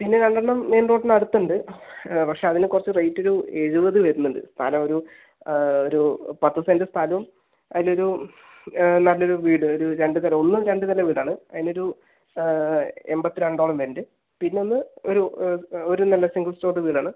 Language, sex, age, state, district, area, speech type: Malayalam, male, 30-45, Kerala, Palakkad, rural, conversation